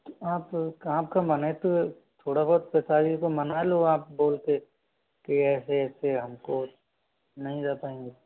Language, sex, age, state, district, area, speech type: Hindi, male, 45-60, Rajasthan, Karauli, rural, conversation